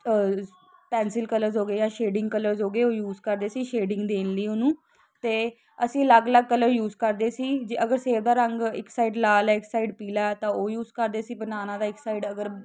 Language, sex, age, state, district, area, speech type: Punjabi, female, 18-30, Punjab, Ludhiana, urban, spontaneous